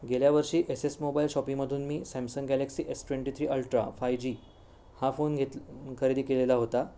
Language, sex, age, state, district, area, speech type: Marathi, male, 30-45, Maharashtra, Sindhudurg, rural, spontaneous